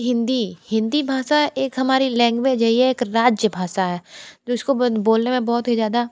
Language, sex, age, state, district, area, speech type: Hindi, female, 30-45, Uttar Pradesh, Sonbhadra, rural, spontaneous